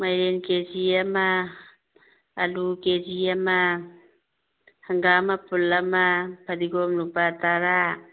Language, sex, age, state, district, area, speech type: Manipuri, female, 45-60, Manipur, Imphal East, rural, conversation